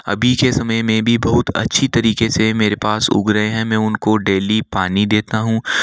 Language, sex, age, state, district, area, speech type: Hindi, male, 18-30, Rajasthan, Jaipur, urban, spontaneous